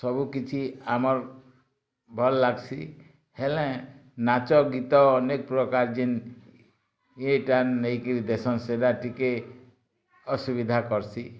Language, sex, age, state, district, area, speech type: Odia, male, 60+, Odisha, Bargarh, rural, spontaneous